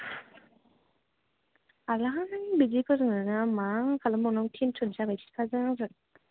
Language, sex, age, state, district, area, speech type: Bodo, female, 18-30, Assam, Kokrajhar, rural, conversation